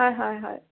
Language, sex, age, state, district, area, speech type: Assamese, female, 18-30, Assam, Udalguri, rural, conversation